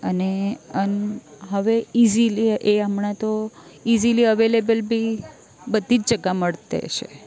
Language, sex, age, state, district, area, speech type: Gujarati, female, 30-45, Gujarat, Valsad, urban, spontaneous